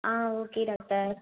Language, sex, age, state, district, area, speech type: Tamil, female, 30-45, Tamil Nadu, Mayiladuthurai, rural, conversation